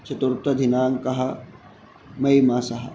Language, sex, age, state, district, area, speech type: Sanskrit, male, 30-45, Telangana, Hyderabad, urban, spontaneous